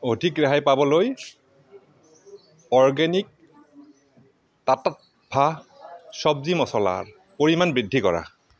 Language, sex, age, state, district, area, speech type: Assamese, male, 60+, Assam, Barpeta, rural, read